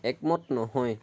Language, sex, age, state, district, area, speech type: Assamese, male, 18-30, Assam, Lakhimpur, rural, read